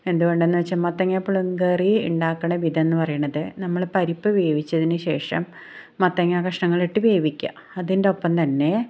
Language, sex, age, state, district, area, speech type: Malayalam, female, 30-45, Kerala, Ernakulam, rural, spontaneous